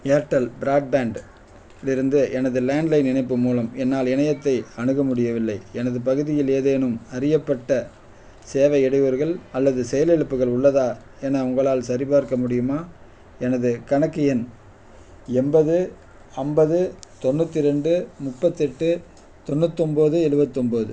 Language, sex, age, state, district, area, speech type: Tamil, male, 45-60, Tamil Nadu, Perambalur, rural, read